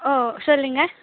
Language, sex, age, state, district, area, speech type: Tamil, female, 18-30, Tamil Nadu, Pudukkottai, rural, conversation